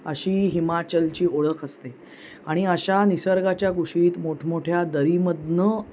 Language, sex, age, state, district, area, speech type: Marathi, female, 30-45, Maharashtra, Mumbai Suburban, urban, spontaneous